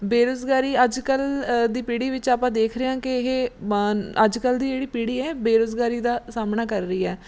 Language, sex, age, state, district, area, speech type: Punjabi, female, 30-45, Punjab, Mansa, urban, spontaneous